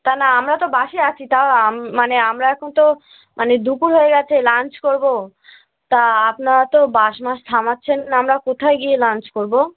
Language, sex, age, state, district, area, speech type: Bengali, female, 18-30, West Bengal, Cooch Behar, urban, conversation